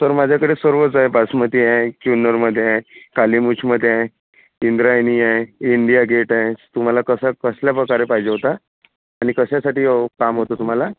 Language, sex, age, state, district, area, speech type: Marathi, male, 30-45, Maharashtra, Amravati, rural, conversation